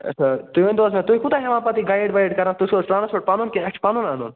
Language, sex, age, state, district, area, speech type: Kashmiri, male, 45-60, Jammu and Kashmir, Budgam, urban, conversation